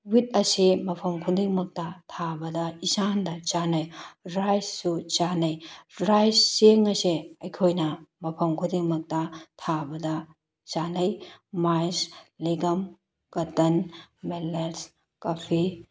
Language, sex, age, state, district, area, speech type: Manipuri, female, 18-30, Manipur, Tengnoupal, rural, spontaneous